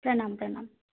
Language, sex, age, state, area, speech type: Sanskrit, female, 18-30, Assam, rural, conversation